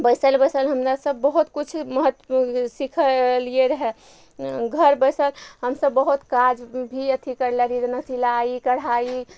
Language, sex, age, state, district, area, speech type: Maithili, female, 30-45, Bihar, Araria, rural, spontaneous